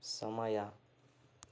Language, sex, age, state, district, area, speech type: Kannada, male, 18-30, Karnataka, Davanagere, urban, read